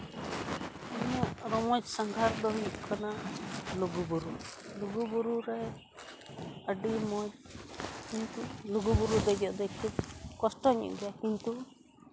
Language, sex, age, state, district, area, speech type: Santali, female, 45-60, West Bengal, Paschim Bardhaman, rural, spontaneous